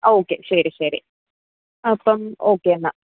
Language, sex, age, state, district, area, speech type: Malayalam, female, 30-45, Kerala, Idukki, rural, conversation